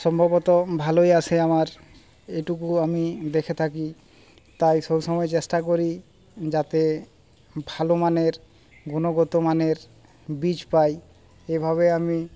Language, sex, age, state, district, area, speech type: Bengali, male, 45-60, West Bengal, Jhargram, rural, spontaneous